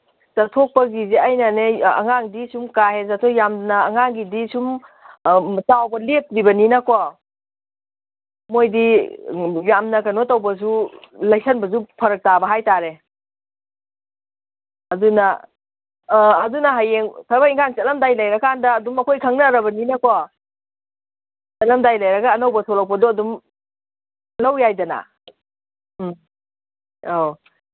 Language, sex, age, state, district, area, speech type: Manipuri, female, 45-60, Manipur, Kangpokpi, urban, conversation